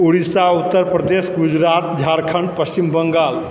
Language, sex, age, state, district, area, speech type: Maithili, male, 45-60, Bihar, Supaul, rural, spontaneous